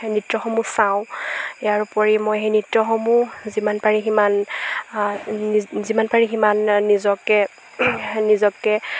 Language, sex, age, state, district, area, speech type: Assamese, female, 18-30, Assam, Lakhimpur, rural, spontaneous